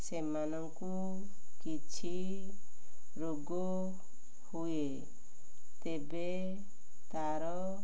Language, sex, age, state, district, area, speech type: Odia, female, 45-60, Odisha, Ganjam, urban, spontaneous